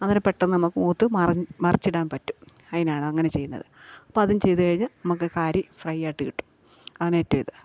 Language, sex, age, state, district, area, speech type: Malayalam, female, 45-60, Kerala, Kottayam, urban, spontaneous